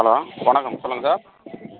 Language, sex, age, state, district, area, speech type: Tamil, male, 30-45, Tamil Nadu, Dharmapuri, urban, conversation